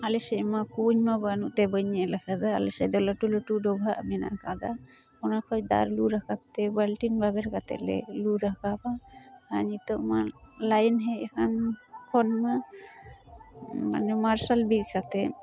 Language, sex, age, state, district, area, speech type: Santali, female, 30-45, West Bengal, Uttar Dinajpur, rural, spontaneous